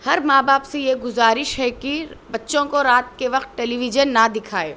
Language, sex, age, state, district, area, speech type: Urdu, female, 18-30, Telangana, Hyderabad, urban, spontaneous